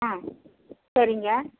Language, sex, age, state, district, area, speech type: Tamil, female, 60+, Tamil Nadu, Erode, urban, conversation